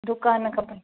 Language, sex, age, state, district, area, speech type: Sindhi, female, 18-30, Gujarat, Junagadh, rural, conversation